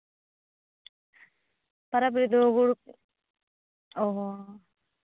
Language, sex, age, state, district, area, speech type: Santali, female, 18-30, Jharkhand, Seraikela Kharsawan, rural, conversation